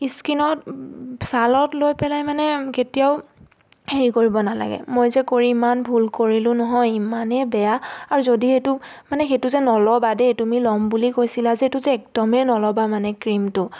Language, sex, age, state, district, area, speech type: Assamese, female, 18-30, Assam, Biswanath, rural, spontaneous